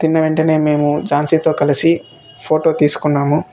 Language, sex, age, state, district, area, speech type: Telugu, male, 18-30, Andhra Pradesh, Sri Balaji, rural, spontaneous